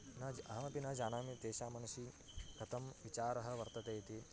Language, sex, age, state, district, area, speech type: Sanskrit, male, 18-30, Karnataka, Bagalkot, rural, spontaneous